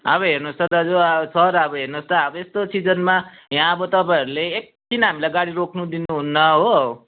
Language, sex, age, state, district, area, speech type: Nepali, male, 45-60, West Bengal, Darjeeling, urban, conversation